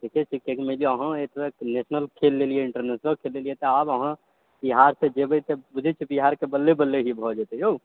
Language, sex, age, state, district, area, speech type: Maithili, male, 60+, Bihar, Purnia, urban, conversation